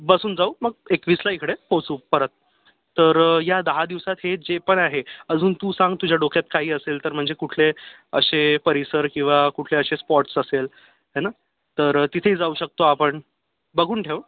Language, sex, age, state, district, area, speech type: Marathi, male, 30-45, Maharashtra, Yavatmal, urban, conversation